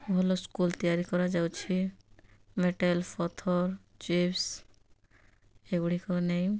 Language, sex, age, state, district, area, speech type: Odia, female, 30-45, Odisha, Nabarangpur, urban, spontaneous